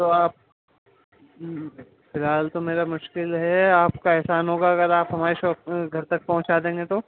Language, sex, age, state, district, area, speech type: Urdu, male, 30-45, Uttar Pradesh, Muzaffarnagar, urban, conversation